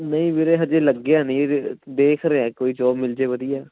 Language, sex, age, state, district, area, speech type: Punjabi, male, 18-30, Punjab, Ludhiana, urban, conversation